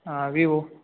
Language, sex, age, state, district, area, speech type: Kannada, male, 18-30, Karnataka, Uttara Kannada, rural, conversation